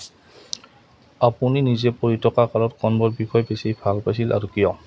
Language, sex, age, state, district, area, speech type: Assamese, male, 30-45, Assam, Goalpara, rural, spontaneous